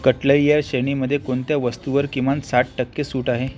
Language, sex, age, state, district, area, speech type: Marathi, male, 18-30, Maharashtra, Akola, rural, read